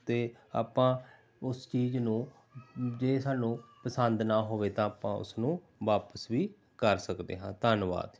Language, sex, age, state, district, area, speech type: Punjabi, male, 30-45, Punjab, Pathankot, rural, spontaneous